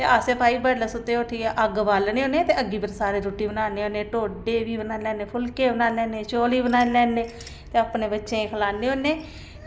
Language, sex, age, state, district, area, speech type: Dogri, female, 45-60, Jammu and Kashmir, Samba, rural, spontaneous